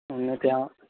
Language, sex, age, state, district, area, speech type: Gujarati, male, 30-45, Gujarat, Narmada, rural, conversation